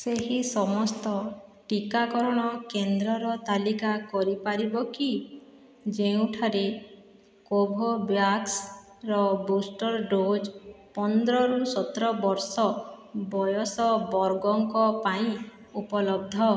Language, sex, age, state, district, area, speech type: Odia, female, 60+, Odisha, Boudh, rural, read